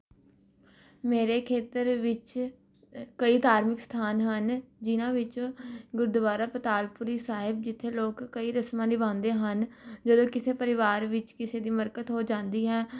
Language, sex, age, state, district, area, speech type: Punjabi, female, 18-30, Punjab, Rupnagar, urban, spontaneous